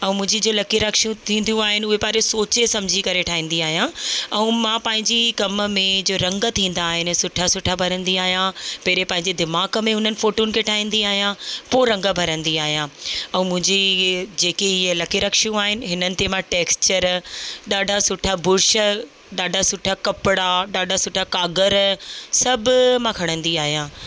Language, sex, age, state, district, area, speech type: Sindhi, female, 30-45, Rajasthan, Ajmer, urban, spontaneous